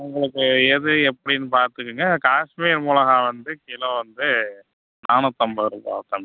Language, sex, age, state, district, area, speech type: Tamil, male, 45-60, Tamil Nadu, Pudukkottai, rural, conversation